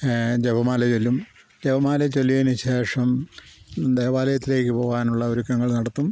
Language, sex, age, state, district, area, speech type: Malayalam, male, 60+, Kerala, Pathanamthitta, rural, spontaneous